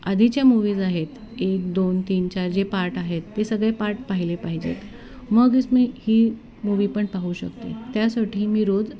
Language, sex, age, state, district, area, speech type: Marathi, female, 45-60, Maharashtra, Thane, rural, spontaneous